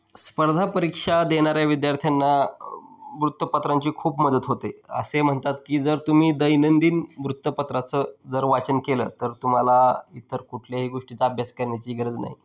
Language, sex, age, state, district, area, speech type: Marathi, male, 30-45, Maharashtra, Osmanabad, rural, spontaneous